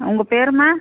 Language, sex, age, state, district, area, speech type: Tamil, female, 60+, Tamil Nadu, Dharmapuri, urban, conversation